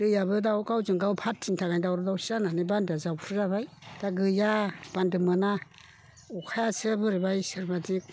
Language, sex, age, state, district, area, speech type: Bodo, female, 60+, Assam, Chirang, rural, spontaneous